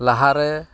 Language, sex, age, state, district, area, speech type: Santali, male, 60+, West Bengal, Malda, rural, spontaneous